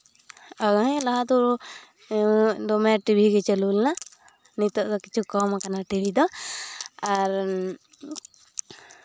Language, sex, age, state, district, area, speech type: Santali, female, 18-30, West Bengal, Purulia, rural, spontaneous